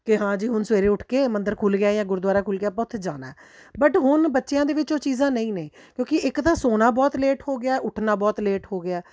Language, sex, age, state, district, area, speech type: Punjabi, female, 30-45, Punjab, Tarn Taran, urban, spontaneous